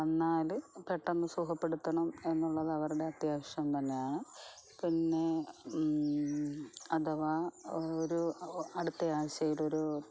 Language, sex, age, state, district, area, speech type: Malayalam, female, 45-60, Kerala, Alappuzha, rural, spontaneous